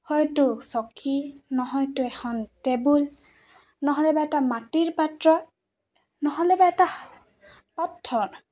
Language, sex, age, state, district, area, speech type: Assamese, female, 18-30, Assam, Goalpara, rural, spontaneous